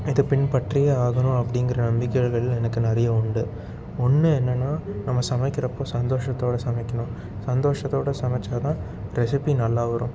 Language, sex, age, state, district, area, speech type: Tamil, male, 18-30, Tamil Nadu, Salem, urban, spontaneous